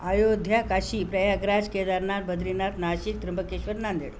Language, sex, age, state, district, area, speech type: Marathi, female, 60+, Maharashtra, Nanded, rural, spontaneous